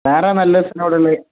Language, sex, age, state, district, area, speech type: Malayalam, male, 18-30, Kerala, Malappuram, rural, conversation